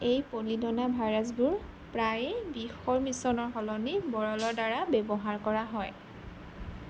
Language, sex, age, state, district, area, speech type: Assamese, female, 18-30, Assam, Jorhat, urban, read